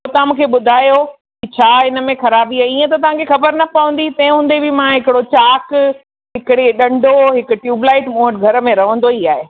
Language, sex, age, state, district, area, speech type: Sindhi, female, 45-60, Rajasthan, Ajmer, urban, conversation